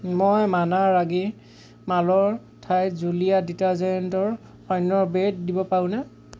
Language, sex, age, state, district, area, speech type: Assamese, male, 18-30, Assam, Tinsukia, rural, read